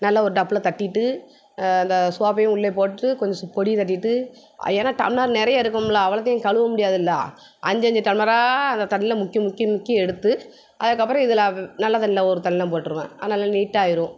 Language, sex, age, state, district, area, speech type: Tamil, female, 30-45, Tamil Nadu, Thoothukudi, urban, spontaneous